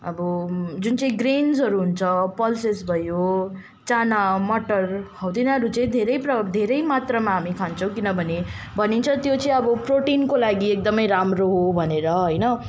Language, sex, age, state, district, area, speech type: Nepali, female, 18-30, West Bengal, Kalimpong, rural, spontaneous